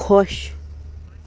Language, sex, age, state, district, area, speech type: Kashmiri, male, 18-30, Jammu and Kashmir, Baramulla, rural, read